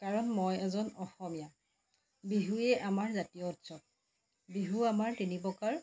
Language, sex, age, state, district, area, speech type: Assamese, female, 30-45, Assam, Jorhat, urban, spontaneous